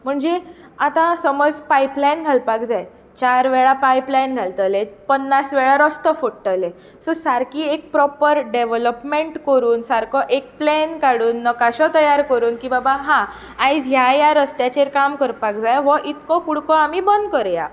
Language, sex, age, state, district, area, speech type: Goan Konkani, female, 18-30, Goa, Tiswadi, rural, spontaneous